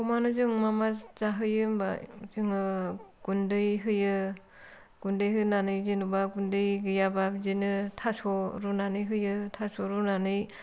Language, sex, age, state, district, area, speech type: Bodo, female, 45-60, Assam, Kokrajhar, rural, spontaneous